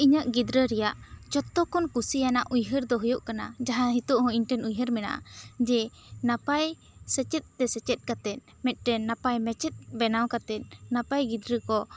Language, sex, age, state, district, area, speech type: Santali, female, 18-30, West Bengal, Bankura, rural, spontaneous